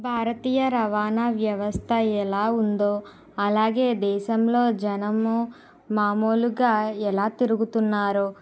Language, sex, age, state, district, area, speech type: Telugu, female, 30-45, Andhra Pradesh, Kakinada, rural, spontaneous